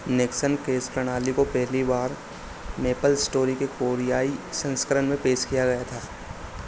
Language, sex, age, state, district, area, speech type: Hindi, male, 30-45, Madhya Pradesh, Harda, urban, read